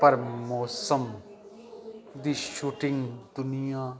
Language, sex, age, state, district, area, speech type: Punjabi, male, 45-60, Punjab, Jalandhar, urban, spontaneous